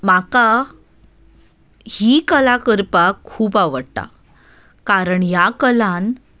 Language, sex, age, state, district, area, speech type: Goan Konkani, female, 18-30, Goa, Salcete, urban, spontaneous